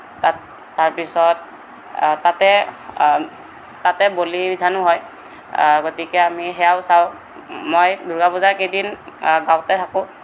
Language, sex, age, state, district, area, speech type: Assamese, male, 18-30, Assam, Kamrup Metropolitan, urban, spontaneous